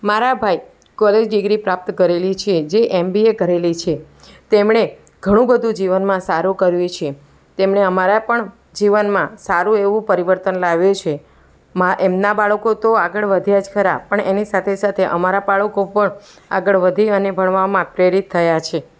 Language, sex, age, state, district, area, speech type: Gujarati, female, 45-60, Gujarat, Ahmedabad, urban, spontaneous